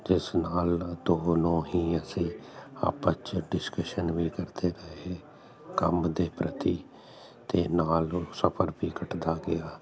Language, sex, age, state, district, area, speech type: Punjabi, male, 45-60, Punjab, Jalandhar, urban, spontaneous